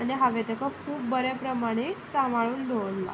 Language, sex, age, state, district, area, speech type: Goan Konkani, female, 18-30, Goa, Sanguem, rural, spontaneous